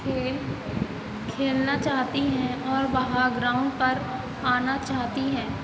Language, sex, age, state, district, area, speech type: Hindi, female, 18-30, Madhya Pradesh, Hoshangabad, urban, spontaneous